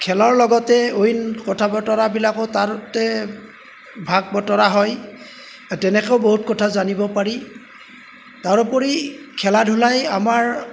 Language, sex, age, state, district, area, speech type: Assamese, male, 45-60, Assam, Golaghat, rural, spontaneous